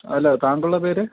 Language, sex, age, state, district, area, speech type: Malayalam, male, 30-45, Kerala, Thiruvananthapuram, urban, conversation